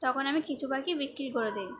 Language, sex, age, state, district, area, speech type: Bengali, female, 18-30, West Bengal, Birbhum, urban, spontaneous